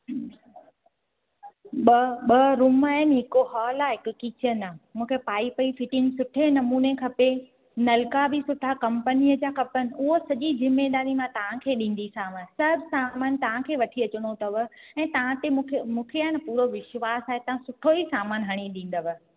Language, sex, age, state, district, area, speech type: Sindhi, female, 30-45, Gujarat, Surat, urban, conversation